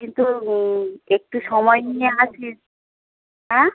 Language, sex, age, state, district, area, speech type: Bengali, male, 30-45, West Bengal, Howrah, urban, conversation